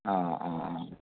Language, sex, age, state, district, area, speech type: Malayalam, male, 30-45, Kerala, Malappuram, rural, conversation